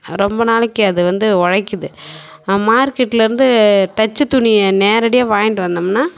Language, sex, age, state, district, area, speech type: Tamil, female, 45-60, Tamil Nadu, Kallakurichi, rural, spontaneous